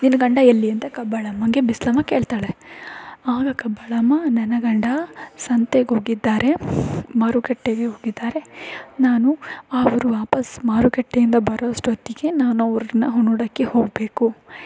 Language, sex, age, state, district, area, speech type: Kannada, female, 18-30, Karnataka, Tumkur, rural, spontaneous